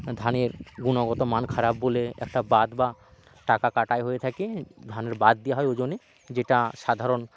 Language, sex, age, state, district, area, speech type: Bengali, male, 30-45, West Bengal, Hooghly, rural, spontaneous